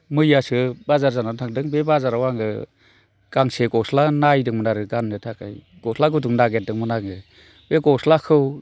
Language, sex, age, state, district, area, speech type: Bodo, male, 45-60, Assam, Chirang, urban, spontaneous